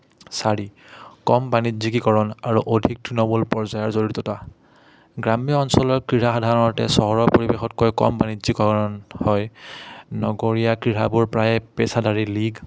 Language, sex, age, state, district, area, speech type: Assamese, male, 30-45, Assam, Udalguri, rural, spontaneous